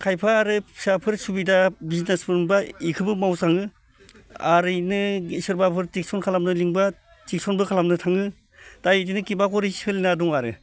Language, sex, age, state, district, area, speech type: Bodo, male, 45-60, Assam, Baksa, urban, spontaneous